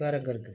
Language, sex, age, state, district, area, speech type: Tamil, male, 60+, Tamil Nadu, Nagapattinam, rural, spontaneous